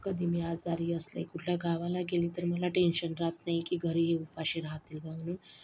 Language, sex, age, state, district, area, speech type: Marathi, female, 45-60, Maharashtra, Yavatmal, rural, spontaneous